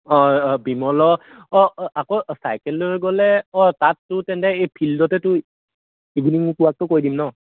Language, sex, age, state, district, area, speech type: Assamese, male, 18-30, Assam, Lakhimpur, urban, conversation